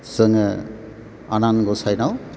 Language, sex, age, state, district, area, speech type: Bodo, male, 45-60, Assam, Chirang, urban, spontaneous